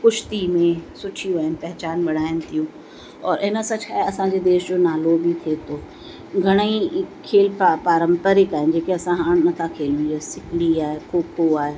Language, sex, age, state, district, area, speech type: Sindhi, female, 45-60, Uttar Pradesh, Lucknow, rural, spontaneous